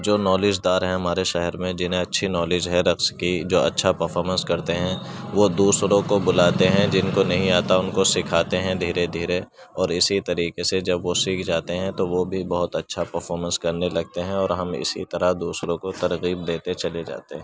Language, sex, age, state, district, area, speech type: Urdu, male, 18-30, Uttar Pradesh, Gautam Buddha Nagar, urban, spontaneous